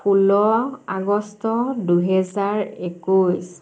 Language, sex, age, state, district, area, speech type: Assamese, female, 30-45, Assam, Sivasagar, rural, spontaneous